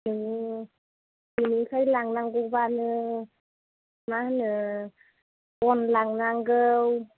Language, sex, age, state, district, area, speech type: Bodo, female, 45-60, Assam, Kokrajhar, rural, conversation